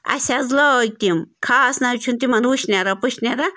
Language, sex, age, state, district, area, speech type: Kashmiri, female, 30-45, Jammu and Kashmir, Bandipora, rural, spontaneous